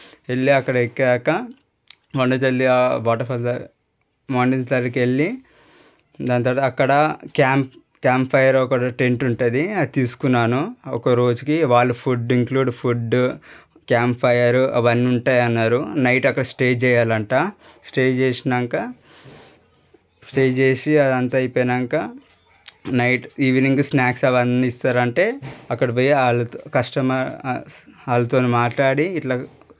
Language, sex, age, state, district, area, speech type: Telugu, male, 18-30, Telangana, Medchal, urban, spontaneous